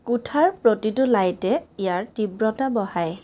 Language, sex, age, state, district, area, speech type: Assamese, female, 30-45, Assam, Kamrup Metropolitan, urban, read